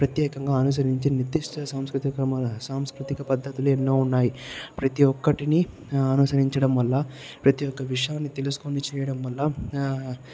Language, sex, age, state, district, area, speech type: Telugu, male, 45-60, Andhra Pradesh, Chittoor, rural, spontaneous